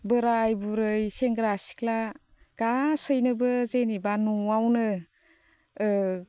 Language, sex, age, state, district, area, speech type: Bodo, female, 30-45, Assam, Baksa, rural, spontaneous